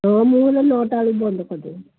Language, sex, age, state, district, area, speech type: Odia, female, 60+, Odisha, Gajapati, rural, conversation